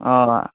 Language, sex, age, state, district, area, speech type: Assamese, male, 18-30, Assam, Barpeta, rural, conversation